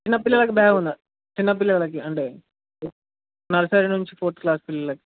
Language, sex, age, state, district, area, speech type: Telugu, male, 18-30, Telangana, Sangareddy, urban, conversation